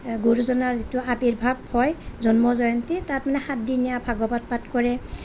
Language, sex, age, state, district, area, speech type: Assamese, female, 30-45, Assam, Nalbari, rural, spontaneous